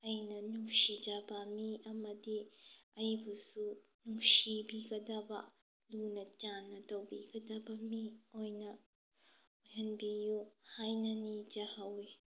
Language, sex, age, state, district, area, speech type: Manipuri, female, 18-30, Manipur, Tengnoupal, rural, spontaneous